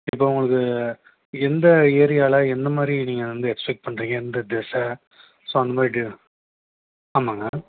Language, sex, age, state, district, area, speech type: Tamil, male, 30-45, Tamil Nadu, Salem, urban, conversation